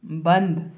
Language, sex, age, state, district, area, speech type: Hindi, male, 18-30, Madhya Pradesh, Bhopal, urban, read